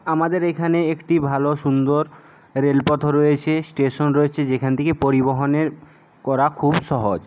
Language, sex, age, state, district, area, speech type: Bengali, male, 45-60, West Bengal, Jhargram, rural, spontaneous